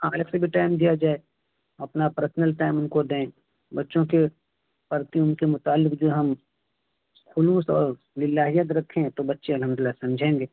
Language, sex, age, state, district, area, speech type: Urdu, male, 18-30, Bihar, Araria, rural, conversation